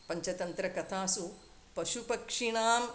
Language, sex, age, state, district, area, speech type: Sanskrit, female, 45-60, Tamil Nadu, Chennai, urban, spontaneous